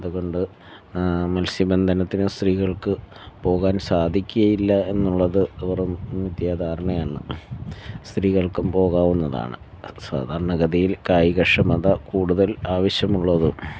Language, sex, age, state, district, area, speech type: Malayalam, male, 45-60, Kerala, Alappuzha, rural, spontaneous